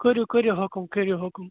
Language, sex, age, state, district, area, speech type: Kashmiri, male, 30-45, Jammu and Kashmir, Kupwara, urban, conversation